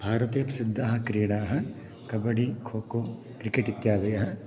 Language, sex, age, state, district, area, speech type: Sanskrit, male, 30-45, Karnataka, Raichur, rural, spontaneous